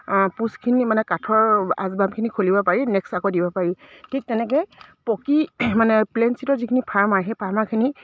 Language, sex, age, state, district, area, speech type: Assamese, female, 30-45, Assam, Dibrugarh, urban, spontaneous